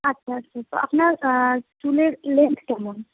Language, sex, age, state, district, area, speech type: Bengali, female, 30-45, West Bengal, Darjeeling, urban, conversation